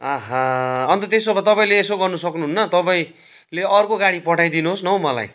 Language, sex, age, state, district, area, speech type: Nepali, male, 30-45, West Bengal, Kalimpong, rural, spontaneous